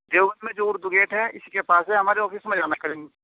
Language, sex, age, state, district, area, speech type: Urdu, male, 18-30, Uttar Pradesh, Saharanpur, urban, conversation